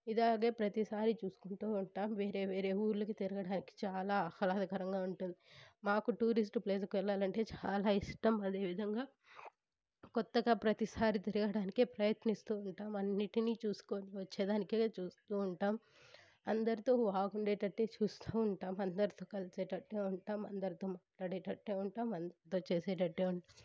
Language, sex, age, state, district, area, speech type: Telugu, female, 18-30, Andhra Pradesh, Sri Balaji, urban, spontaneous